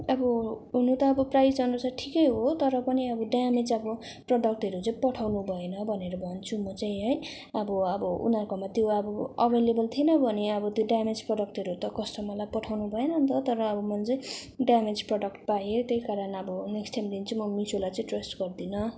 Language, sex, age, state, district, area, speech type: Nepali, female, 18-30, West Bengal, Darjeeling, rural, spontaneous